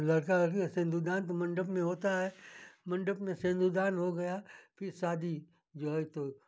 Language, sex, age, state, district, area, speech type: Hindi, male, 60+, Uttar Pradesh, Ghazipur, rural, spontaneous